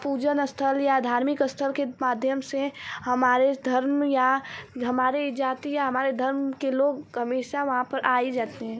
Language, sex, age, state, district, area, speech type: Hindi, female, 18-30, Uttar Pradesh, Ghazipur, rural, spontaneous